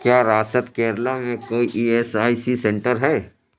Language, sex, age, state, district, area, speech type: Urdu, male, 60+, Uttar Pradesh, Lucknow, urban, read